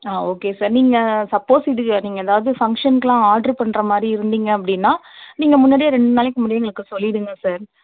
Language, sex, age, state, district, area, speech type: Tamil, female, 18-30, Tamil Nadu, Nagapattinam, rural, conversation